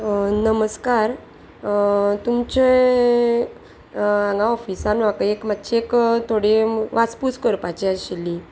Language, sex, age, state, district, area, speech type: Goan Konkani, female, 30-45, Goa, Salcete, urban, spontaneous